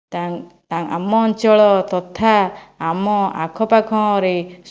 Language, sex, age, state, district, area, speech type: Odia, female, 45-60, Odisha, Jajpur, rural, spontaneous